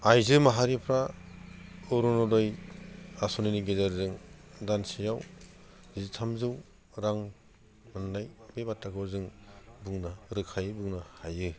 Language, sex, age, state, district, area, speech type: Bodo, male, 30-45, Assam, Udalguri, urban, spontaneous